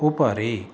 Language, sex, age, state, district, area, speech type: Sanskrit, male, 60+, Karnataka, Uttara Kannada, rural, read